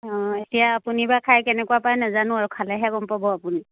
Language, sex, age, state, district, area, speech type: Assamese, female, 30-45, Assam, Charaideo, rural, conversation